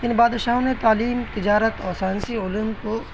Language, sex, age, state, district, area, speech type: Urdu, male, 18-30, Bihar, Madhubani, rural, spontaneous